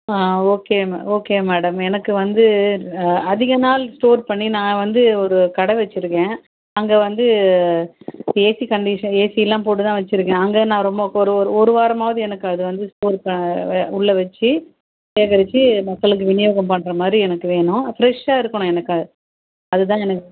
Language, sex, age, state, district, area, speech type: Tamil, female, 30-45, Tamil Nadu, Chennai, urban, conversation